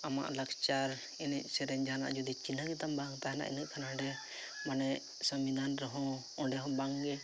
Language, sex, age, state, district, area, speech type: Santali, male, 18-30, Jharkhand, Seraikela Kharsawan, rural, spontaneous